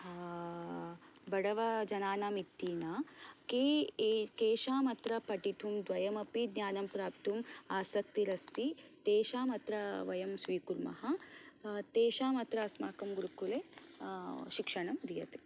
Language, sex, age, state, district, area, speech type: Sanskrit, female, 18-30, Karnataka, Belgaum, urban, spontaneous